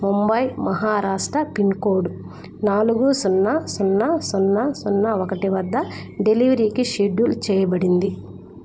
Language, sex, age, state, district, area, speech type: Telugu, female, 30-45, Andhra Pradesh, Nellore, rural, read